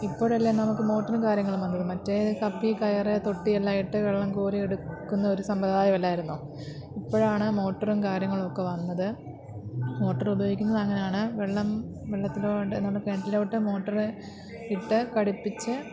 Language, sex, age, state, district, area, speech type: Malayalam, female, 30-45, Kerala, Pathanamthitta, rural, spontaneous